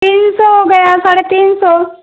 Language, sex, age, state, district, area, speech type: Hindi, female, 60+, Uttar Pradesh, Pratapgarh, rural, conversation